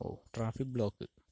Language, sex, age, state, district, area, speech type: Malayalam, male, 45-60, Kerala, Palakkad, rural, spontaneous